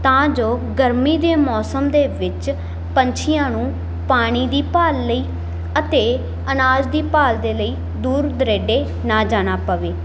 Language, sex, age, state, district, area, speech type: Punjabi, female, 18-30, Punjab, Muktsar, rural, spontaneous